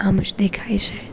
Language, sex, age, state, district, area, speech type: Gujarati, female, 18-30, Gujarat, Junagadh, urban, spontaneous